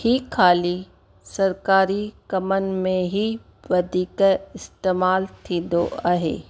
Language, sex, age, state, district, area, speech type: Sindhi, female, 30-45, Rajasthan, Ajmer, urban, spontaneous